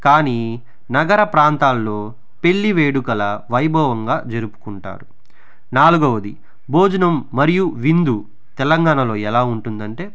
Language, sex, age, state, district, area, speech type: Telugu, male, 18-30, Andhra Pradesh, Sri Balaji, rural, spontaneous